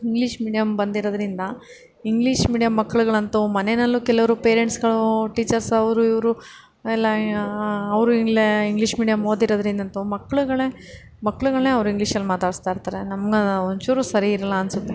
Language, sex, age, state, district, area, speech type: Kannada, female, 30-45, Karnataka, Ramanagara, urban, spontaneous